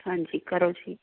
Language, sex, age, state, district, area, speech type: Punjabi, female, 45-60, Punjab, Amritsar, urban, conversation